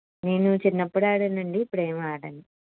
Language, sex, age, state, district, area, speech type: Telugu, female, 18-30, Andhra Pradesh, Eluru, rural, conversation